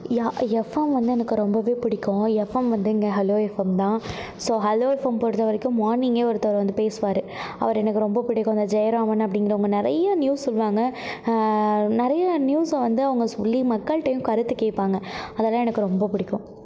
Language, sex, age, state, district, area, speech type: Tamil, female, 45-60, Tamil Nadu, Mayiladuthurai, rural, spontaneous